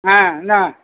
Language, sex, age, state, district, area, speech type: Tamil, male, 60+, Tamil Nadu, Thanjavur, rural, conversation